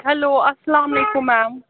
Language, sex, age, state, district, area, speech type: Kashmiri, female, 30-45, Jammu and Kashmir, Srinagar, urban, conversation